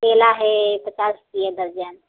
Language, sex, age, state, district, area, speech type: Hindi, female, 45-60, Uttar Pradesh, Prayagraj, rural, conversation